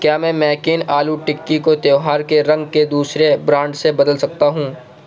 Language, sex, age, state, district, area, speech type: Urdu, male, 45-60, Uttar Pradesh, Gautam Buddha Nagar, urban, read